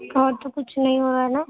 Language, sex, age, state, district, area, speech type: Urdu, female, 18-30, Delhi, Central Delhi, urban, conversation